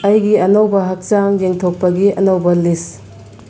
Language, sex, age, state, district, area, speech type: Manipuri, female, 30-45, Manipur, Bishnupur, rural, read